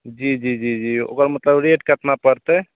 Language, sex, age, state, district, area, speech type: Maithili, male, 18-30, Bihar, Madhepura, rural, conversation